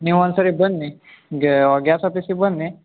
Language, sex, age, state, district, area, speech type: Kannada, male, 18-30, Karnataka, Uttara Kannada, rural, conversation